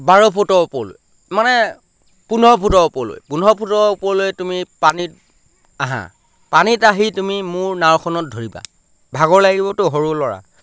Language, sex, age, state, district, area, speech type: Assamese, male, 30-45, Assam, Lakhimpur, rural, spontaneous